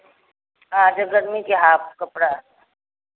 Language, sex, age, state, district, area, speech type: Hindi, female, 60+, Uttar Pradesh, Varanasi, rural, conversation